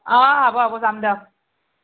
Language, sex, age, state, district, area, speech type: Assamese, female, 30-45, Assam, Nalbari, rural, conversation